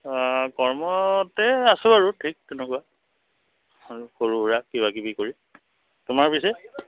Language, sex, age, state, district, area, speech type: Assamese, male, 30-45, Assam, Charaideo, urban, conversation